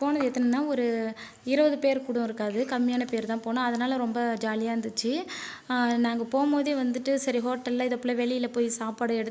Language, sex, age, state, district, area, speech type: Tamil, female, 30-45, Tamil Nadu, Cuddalore, rural, spontaneous